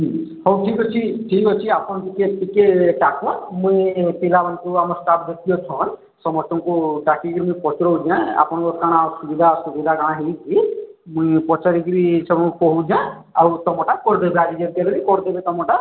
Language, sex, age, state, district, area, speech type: Odia, male, 45-60, Odisha, Sambalpur, rural, conversation